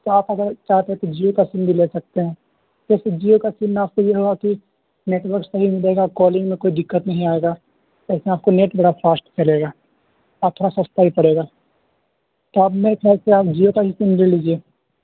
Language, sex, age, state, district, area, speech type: Urdu, male, 18-30, Bihar, Khagaria, rural, conversation